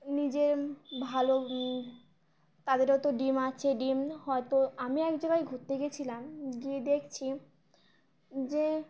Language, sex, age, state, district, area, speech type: Bengali, female, 18-30, West Bengal, Birbhum, urban, spontaneous